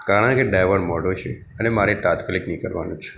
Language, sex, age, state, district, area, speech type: Gujarati, male, 18-30, Gujarat, Aravalli, rural, spontaneous